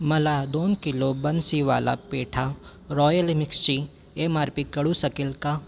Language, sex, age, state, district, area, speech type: Marathi, female, 18-30, Maharashtra, Nagpur, urban, read